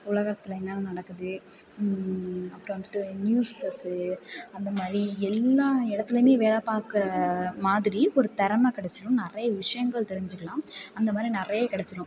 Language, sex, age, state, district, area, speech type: Tamil, female, 18-30, Tamil Nadu, Tiruvarur, rural, spontaneous